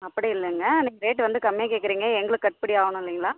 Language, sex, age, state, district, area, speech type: Tamil, female, 30-45, Tamil Nadu, Tirupattur, rural, conversation